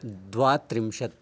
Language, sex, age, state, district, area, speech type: Sanskrit, male, 45-60, Karnataka, Bangalore Urban, urban, spontaneous